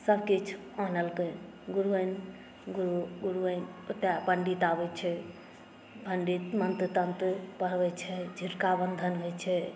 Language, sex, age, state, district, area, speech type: Maithili, female, 18-30, Bihar, Saharsa, urban, spontaneous